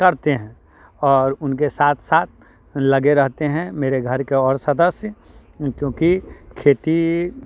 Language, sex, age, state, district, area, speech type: Hindi, male, 30-45, Bihar, Muzaffarpur, rural, spontaneous